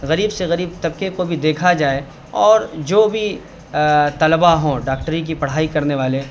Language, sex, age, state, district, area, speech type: Urdu, male, 30-45, Bihar, Saharsa, urban, spontaneous